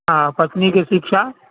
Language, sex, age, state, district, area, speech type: Maithili, male, 45-60, Bihar, Supaul, rural, conversation